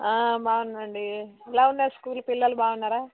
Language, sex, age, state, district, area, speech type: Telugu, female, 30-45, Telangana, Warangal, rural, conversation